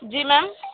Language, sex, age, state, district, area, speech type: Hindi, female, 18-30, Uttar Pradesh, Sonbhadra, rural, conversation